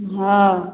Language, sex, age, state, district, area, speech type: Maithili, female, 18-30, Bihar, Begusarai, rural, conversation